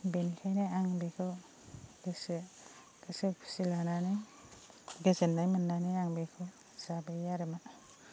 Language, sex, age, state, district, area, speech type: Bodo, female, 30-45, Assam, Baksa, rural, spontaneous